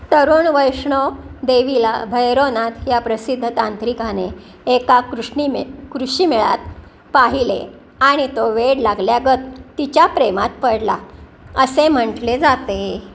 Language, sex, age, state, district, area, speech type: Marathi, female, 60+, Maharashtra, Pune, urban, read